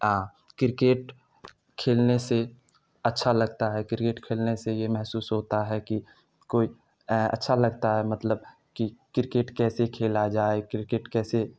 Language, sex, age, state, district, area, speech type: Urdu, male, 30-45, Bihar, Supaul, urban, spontaneous